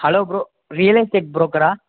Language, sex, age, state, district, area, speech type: Tamil, male, 18-30, Tamil Nadu, Madurai, rural, conversation